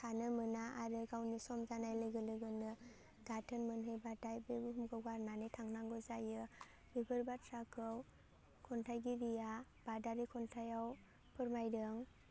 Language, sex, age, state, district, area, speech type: Bodo, female, 18-30, Assam, Baksa, rural, spontaneous